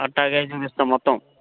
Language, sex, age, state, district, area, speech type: Telugu, male, 60+, Andhra Pradesh, Guntur, urban, conversation